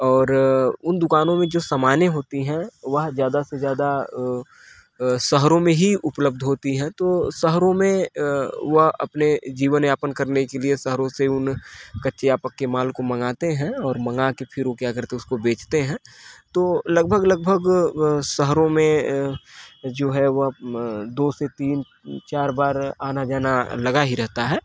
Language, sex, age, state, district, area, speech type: Hindi, male, 30-45, Uttar Pradesh, Mirzapur, rural, spontaneous